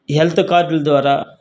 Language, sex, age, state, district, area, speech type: Telugu, male, 45-60, Andhra Pradesh, Guntur, rural, spontaneous